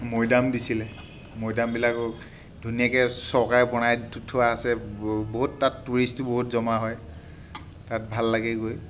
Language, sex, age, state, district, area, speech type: Assamese, male, 30-45, Assam, Sivasagar, urban, spontaneous